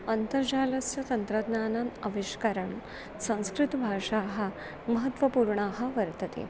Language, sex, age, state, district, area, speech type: Sanskrit, female, 30-45, Maharashtra, Nagpur, urban, spontaneous